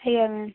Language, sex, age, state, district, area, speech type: Odia, female, 18-30, Odisha, Nabarangpur, urban, conversation